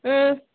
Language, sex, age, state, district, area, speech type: Tamil, female, 18-30, Tamil Nadu, Kallakurichi, rural, conversation